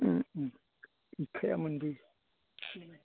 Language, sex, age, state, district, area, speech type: Bodo, male, 60+, Assam, Kokrajhar, urban, conversation